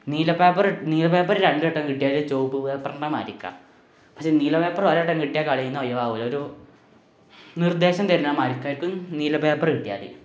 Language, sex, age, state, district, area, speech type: Malayalam, male, 18-30, Kerala, Malappuram, rural, spontaneous